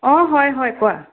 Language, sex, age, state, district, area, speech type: Assamese, female, 30-45, Assam, Kamrup Metropolitan, urban, conversation